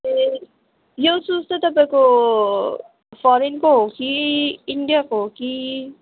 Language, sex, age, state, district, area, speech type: Nepali, female, 18-30, West Bengal, Darjeeling, rural, conversation